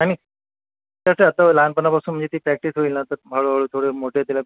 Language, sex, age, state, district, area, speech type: Marathi, male, 45-60, Maharashtra, Mumbai City, urban, conversation